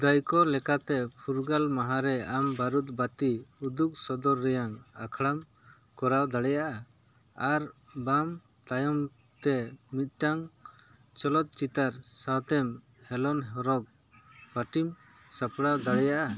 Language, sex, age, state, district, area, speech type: Santali, male, 45-60, Jharkhand, Bokaro, rural, read